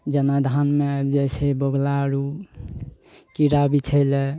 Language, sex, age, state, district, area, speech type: Maithili, male, 18-30, Bihar, Araria, rural, spontaneous